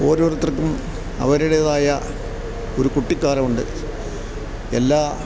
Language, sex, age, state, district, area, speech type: Malayalam, male, 60+, Kerala, Idukki, rural, spontaneous